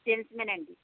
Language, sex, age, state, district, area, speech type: Telugu, female, 60+, Andhra Pradesh, Konaseema, rural, conversation